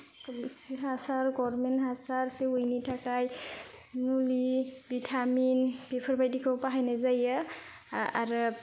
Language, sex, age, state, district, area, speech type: Bodo, female, 18-30, Assam, Kokrajhar, rural, spontaneous